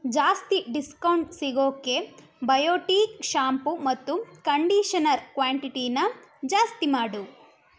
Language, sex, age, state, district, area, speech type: Kannada, female, 18-30, Karnataka, Mandya, rural, read